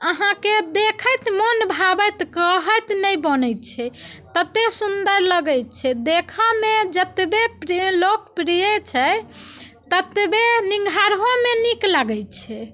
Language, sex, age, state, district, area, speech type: Maithili, female, 45-60, Bihar, Muzaffarpur, urban, spontaneous